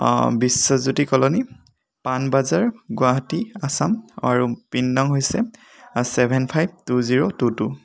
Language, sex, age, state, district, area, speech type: Assamese, male, 18-30, Assam, Lakhimpur, rural, spontaneous